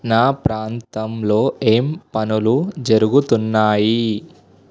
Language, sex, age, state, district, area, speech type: Telugu, male, 18-30, Telangana, Sangareddy, urban, read